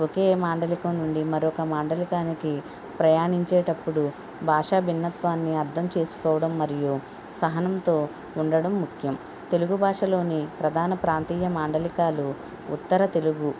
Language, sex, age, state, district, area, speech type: Telugu, female, 60+, Andhra Pradesh, Konaseema, rural, spontaneous